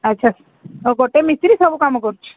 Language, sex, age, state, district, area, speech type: Odia, female, 45-60, Odisha, Sundergarh, urban, conversation